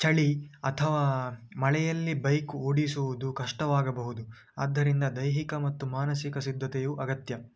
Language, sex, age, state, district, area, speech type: Kannada, male, 18-30, Karnataka, Dakshina Kannada, urban, spontaneous